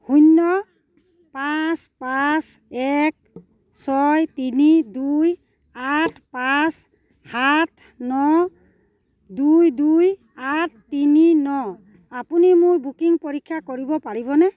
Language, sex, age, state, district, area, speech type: Assamese, female, 45-60, Assam, Dibrugarh, urban, read